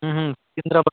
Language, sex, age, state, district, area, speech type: Telugu, male, 18-30, Andhra Pradesh, Vizianagaram, rural, conversation